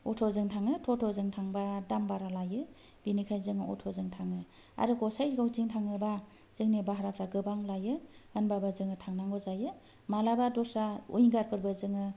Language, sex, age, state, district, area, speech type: Bodo, female, 30-45, Assam, Kokrajhar, rural, spontaneous